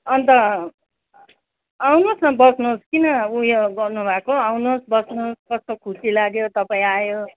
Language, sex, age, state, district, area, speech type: Nepali, female, 60+, West Bengal, Kalimpong, rural, conversation